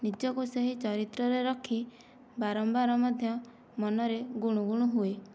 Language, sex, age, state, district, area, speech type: Odia, female, 18-30, Odisha, Nayagarh, rural, spontaneous